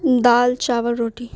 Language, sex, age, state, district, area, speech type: Urdu, female, 18-30, Bihar, Khagaria, rural, spontaneous